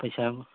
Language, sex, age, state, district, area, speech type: Manipuri, male, 45-60, Manipur, Churachandpur, rural, conversation